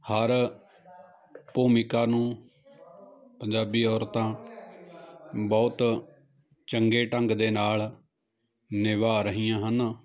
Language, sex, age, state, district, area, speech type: Punjabi, male, 30-45, Punjab, Jalandhar, urban, spontaneous